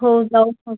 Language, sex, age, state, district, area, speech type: Marathi, female, 18-30, Maharashtra, Yavatmal, rural, conversation